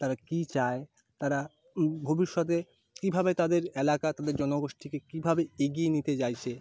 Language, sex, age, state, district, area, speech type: Bengali, male, 30-45, West Bengal, North 24 Parganas, urban, spontaneous